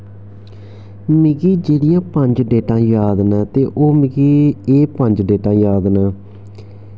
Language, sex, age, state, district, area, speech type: Dogri, male, 30-45, Jammu and Kashmir, Samba, urban, spontaneous